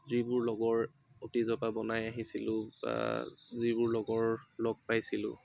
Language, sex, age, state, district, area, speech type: Assamese, male, 18-30, Assam, Tinsukia, rural, spontaneous